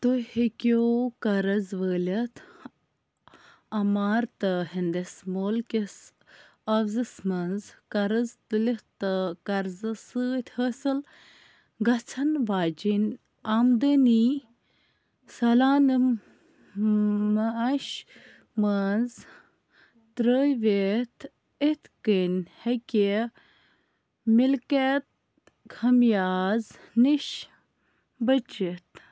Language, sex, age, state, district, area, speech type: Kashmiri, female, 18-30, Jammu and Kashmir, Bandipora, urban, read